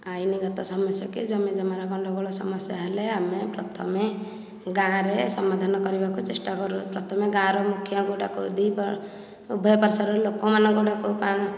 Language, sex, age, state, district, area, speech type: Odia, female, 30-45, Odisha, Nayagarh, rural, spontaneous